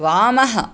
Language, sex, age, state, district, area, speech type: Sanskrit, male, 18-30, Karnataka, Bangalore Urban, rural, read